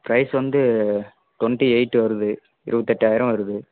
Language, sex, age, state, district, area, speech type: Tamil, male, 18-30, Tamil Nadu, Namakkal, rural, conversation